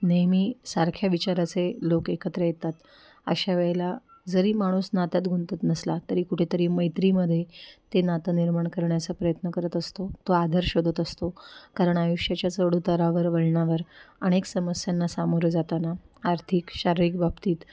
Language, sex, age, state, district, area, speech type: Marathi, female, 30-45, Maharashtra, Pune, urban, spontaneous